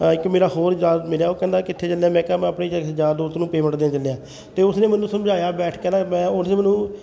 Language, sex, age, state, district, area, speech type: Punjabi, male, 30-45, Punjab, Fatehgarh Sahib, rural, spontaneous